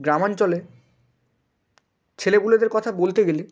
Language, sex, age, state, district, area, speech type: Bengali, male, 18-30, West Bengal, Hooghly, urban, spontaneous